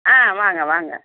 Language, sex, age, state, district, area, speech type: Tamil, female, 60+, Tamil Nadu, Tiruppur, rural, conversation